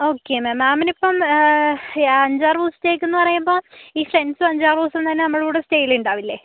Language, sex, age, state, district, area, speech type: Malayalam, female, 18-30, Kerala, Kozhikode, rural, conversation